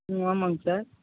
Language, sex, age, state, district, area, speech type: Tamil, female, 45-60, Tamil Nadu, Krishnagiri, rural, conversation